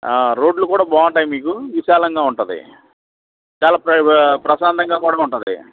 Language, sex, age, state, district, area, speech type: Telugu, male, 60+, Andhra Pradesh, Eluru, rural, conversation